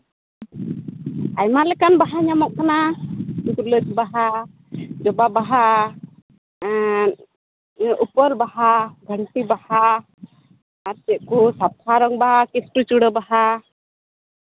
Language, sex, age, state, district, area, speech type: Santali, female, 18-30, West Bengal, Uttar Dinajpur, rural, conversation